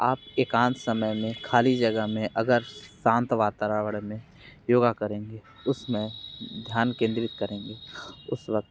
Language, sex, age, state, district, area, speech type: Hindi, male, 30-45, Uttar Pradesh, Mirzapur, urban, spontaneous